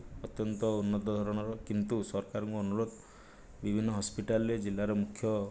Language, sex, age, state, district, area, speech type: Odia, male, 45-60, Odisha, Nayagarh, rural, spontaneous